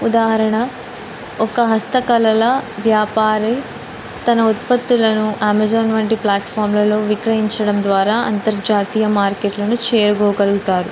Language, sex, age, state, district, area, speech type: Telugu, female, 18-30, Telangana, Jayashankar, urban, spontaneous